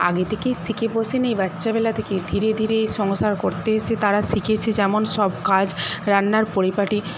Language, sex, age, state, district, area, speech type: Bengali, female, 60+, West Bengal, Paschim Medinipur, rural, spontaneous